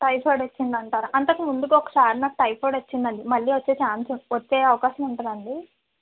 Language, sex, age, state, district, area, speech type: Telugu, female, 45-60, Andhra Pradesh, East Godavari, rural, conversation